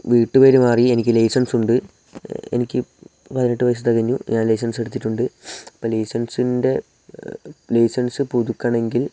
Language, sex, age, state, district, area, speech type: Malayalam, male, 18-30, Kerala, Wayanad, rural, spontaneous